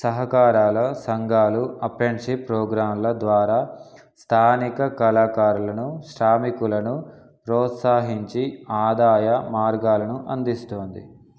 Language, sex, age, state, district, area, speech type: Telugu, male, 18-30, Telangana, Peddapalli, urban, spontaneous